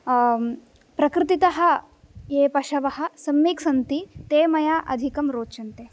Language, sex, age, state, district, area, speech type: Sanskrit, female, 18-30, Tamil Nadu, Coimbatore, rural, spontaneous